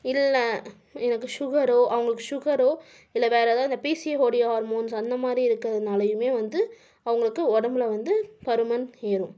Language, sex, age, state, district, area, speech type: Tamil, female, 18-30, Tamil Nadu, Tiruppur, urban, spontaneous